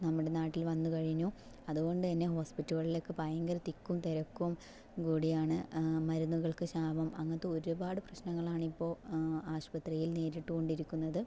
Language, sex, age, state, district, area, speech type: Malayalam, female, 18-30, Kerala, Palakkad, rural, spontaneous